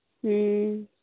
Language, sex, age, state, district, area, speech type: Santali, female, 30-45, Jharkhand, Pakur, rural, conversation